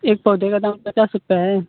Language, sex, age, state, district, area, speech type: Hindi, male, 30-45, Uttar Pradesh, Mau, rural, conversation